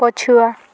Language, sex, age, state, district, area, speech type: Odia, female, 18-30, Odisha, Subarnapur, rural, read